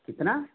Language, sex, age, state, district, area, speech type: Hindi, male, 45-60, Uttar Pradesh, Mau, rural, conversation